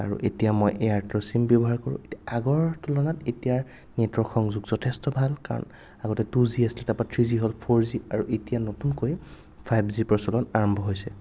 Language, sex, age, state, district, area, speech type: Assamese, male, 18-30, Assam, Sonitpur, rural, spontaneous